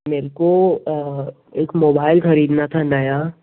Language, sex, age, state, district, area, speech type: Hindi, male, 30-45, Madhya Pradesh, Jabalpur, urban, conversation